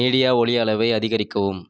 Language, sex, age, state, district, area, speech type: Tamil, male, 30-45, Tamil Nadu, Viluppuram, urban, read